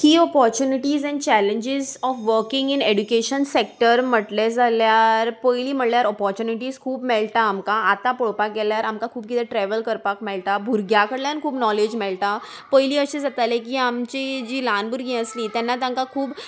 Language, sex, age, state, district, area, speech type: Goan Konkani, female, 30-45, Goa, Salcete, urban, spontaneous